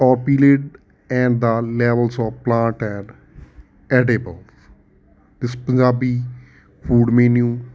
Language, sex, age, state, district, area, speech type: Punjabi, male, 30-45, Punjab, Ludhiana, rural, spontaneous